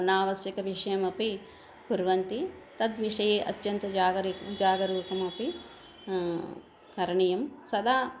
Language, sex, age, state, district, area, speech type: Sanskrit, female, 60+, Andhra Pradesh, Krishna, urban, spontaneous